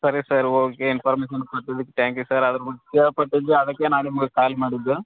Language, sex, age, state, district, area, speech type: Kannada, male, 30-45, Karnataka, Belgaum, rural, conversation